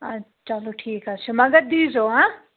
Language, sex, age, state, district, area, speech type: Kashmiri, female, 18-30, Jammu and Kashmir, Budgam, rural, conversation